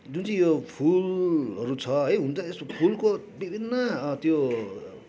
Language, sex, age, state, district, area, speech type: Nepali, male, 45-60, West Bengal, Darjeeling, rural, spontaneous